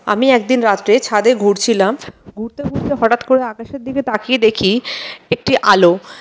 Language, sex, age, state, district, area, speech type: Bengali, female, 30-45, West Bengal, Paschim Bardhaman, urban, spontaneous